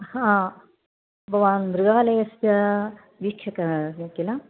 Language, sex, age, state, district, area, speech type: Sanskrit, female, 60+, Karnataka, Mysore, urban, conversation